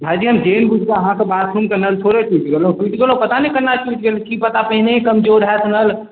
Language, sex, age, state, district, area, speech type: Maithili, male, 18-30, Bihar, Darbhanga, rural, conversation